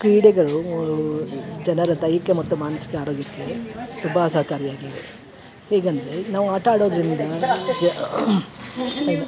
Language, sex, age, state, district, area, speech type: Kannada, female, 60+, Karnataka, Dharwad, rural, spontaneous